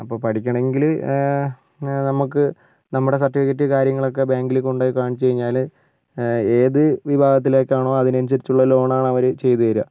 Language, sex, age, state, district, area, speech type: Malayalam, male, 45-60, Kerala, Wayanad, rural, spontaneous